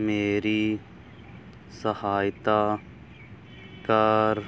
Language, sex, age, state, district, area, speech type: Punjabi, male, 18-30, Punjab, Fazilka, rural, read